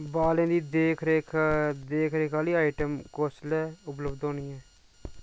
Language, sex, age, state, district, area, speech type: Dogri, male, 30-45, Jammu and Kashmir, Udhampur, urban, read